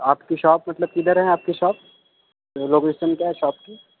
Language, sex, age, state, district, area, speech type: Urdu, male, 18-30, Delhi, East Delhi, urban, conversation